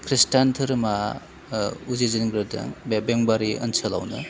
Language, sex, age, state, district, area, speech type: Bodo, male, 30-45, Assam, Udalguri, urban, spontaneous